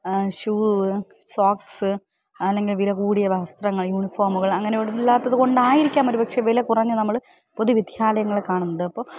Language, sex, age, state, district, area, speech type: Malayalam, female, 30-45, Kerala, Thiruvananthapuram, urban, spontaneous